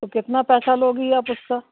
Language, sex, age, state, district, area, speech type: Hindi, female, 60+, Madhya Pradesh, Gwalior, rural, conversation